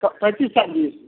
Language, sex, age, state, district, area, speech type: Maithili, male, 60+, Bihar, Samastipur, rural, conversation